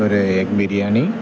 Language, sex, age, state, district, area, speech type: Malayalam, male, 30-45, Kerala, Thiruvananthapuram, rural, spontaneous